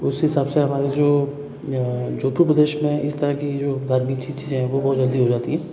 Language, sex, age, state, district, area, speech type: Hindi, male, 30-45, Rajasthan, Jodhpur, urban, spontaneous